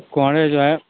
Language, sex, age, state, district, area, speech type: Hindi, male, 60+, Uttar Pradesh, Mau, urban, conversation